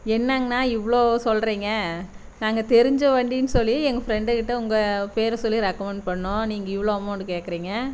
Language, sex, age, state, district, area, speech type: Tamil, female, 45-60, Tamil Nadu, Coimbatore, rural, spontaneous